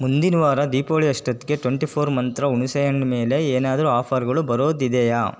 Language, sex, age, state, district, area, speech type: Kannada, male, 30-45, Karnataka, Chitradurga, rural, read